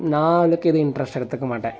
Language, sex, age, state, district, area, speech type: Tamil, male, 30-45, Tamil Nadu, Ariyalur, rural, spontaneous